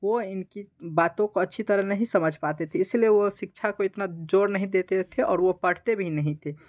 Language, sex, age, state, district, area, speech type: Hindi, male, 18-30, Bihar, Darbhanga, rural, spontaneous